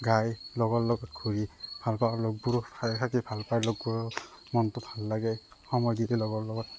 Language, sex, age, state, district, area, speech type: Assamese, male, 30-45, Assam, Morigaon, rural, spontaneous